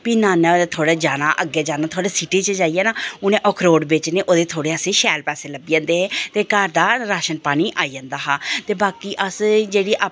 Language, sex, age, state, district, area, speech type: Dogri, female, 45-60, Jammu and Kashmir, Reasi, urban, spontaneous